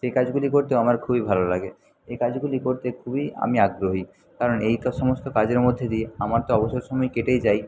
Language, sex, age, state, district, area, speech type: Bengali, male, 30-45, West Bengal, Jhargram, rural, spontaneous